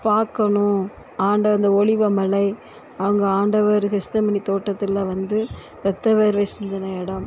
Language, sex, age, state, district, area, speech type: Tamil, female, 45-60, Tamil Nadu, Thoothukudi, urban, spontaneous